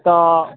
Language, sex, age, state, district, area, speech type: Bengali, male, 18-30, West Bengal, Murshidabad, urban, conversation